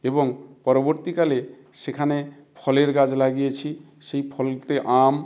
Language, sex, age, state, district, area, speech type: Bengali, male, 60+, West Bengal, South 24 Parganas, rural, spontaneous